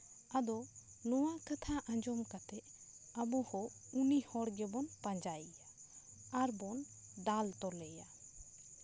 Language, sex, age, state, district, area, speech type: Santali, female, 18-30, West Bengal, Bankura, rural, spontaneous